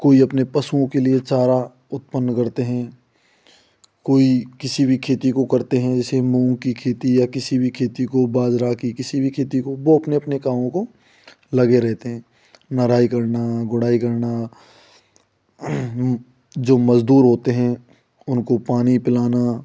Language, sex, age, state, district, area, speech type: Hindi, male, 30-45, Rajasthan, Bharatpur, rural, spontaneous